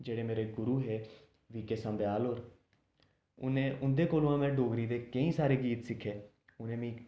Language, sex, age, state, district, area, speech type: Dogri, male, 18-30, Jammu and Kashmir, Jammu, urban, spontaneous